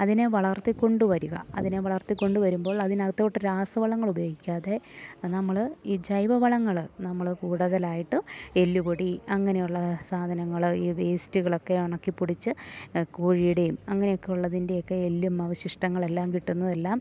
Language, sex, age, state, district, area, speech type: Malayalam, female, 30-45, Kerala, Idukki, rural, spontaneous